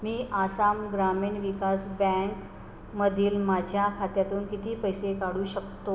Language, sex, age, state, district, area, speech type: Marathi, female, 30-45, Maharashtra, Nagpur, urban, read